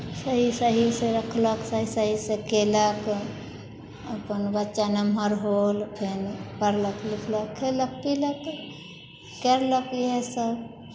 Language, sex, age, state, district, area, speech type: Maithili, female, 30-45, Bihar, Samastipur, urban, spontaneous